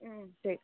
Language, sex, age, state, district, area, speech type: Tamil, female, 60+, Tamil Nadu, Sivaganga, rural, conversation